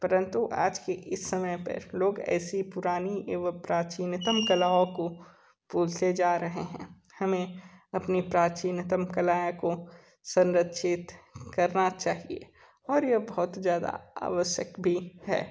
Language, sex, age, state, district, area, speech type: Hindi, male, 30-45, Uttar Pradesh, Sonbhadra, rural, spontaneous